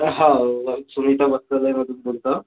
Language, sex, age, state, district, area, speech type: Marathi, female, 18-30, Maharashtra, Bhandara, urban, conversation